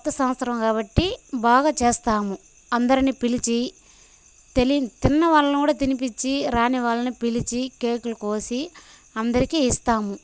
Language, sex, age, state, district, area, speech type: Telugu, female, 18-30, Andhra Pradesh, Sri Balaji, rural, spontaneous